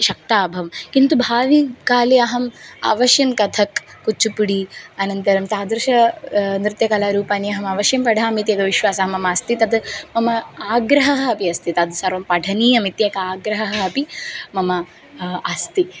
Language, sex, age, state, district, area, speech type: Sanskrit, female, 18-30, Kerala, Thiruvananthapuram, urban, spontaneous